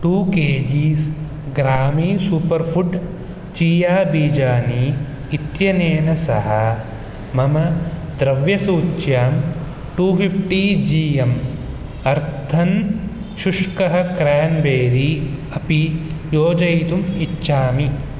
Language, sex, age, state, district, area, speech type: Sanskrit, male, 18-30, Karnataka, Bangalore Urban, urban, read